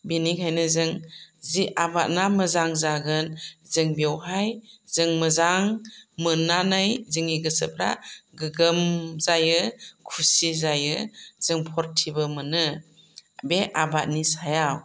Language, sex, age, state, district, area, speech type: Bodo, female, 45-60, Assam, Chirang, rural, spontaneous